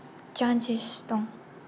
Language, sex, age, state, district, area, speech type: Bodo, female, 18-30, Assam, Kokrajhar, rural, spontaneous